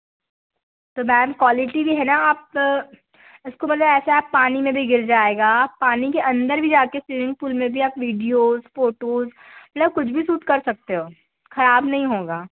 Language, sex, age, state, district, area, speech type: Hindi, female, 30-45, Madhya Pradesh, Balaghat, rural, conversation